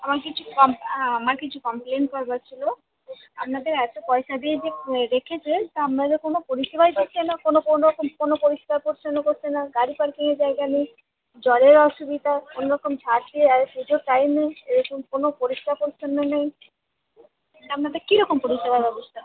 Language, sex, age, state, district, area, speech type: Bengali, female, 45-60, West Bengal, Birbhum, urban, conversation